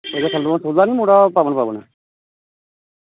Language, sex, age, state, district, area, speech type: Dogri, male, 60+, Jammu and Kashmir, Reasi, rural, conversation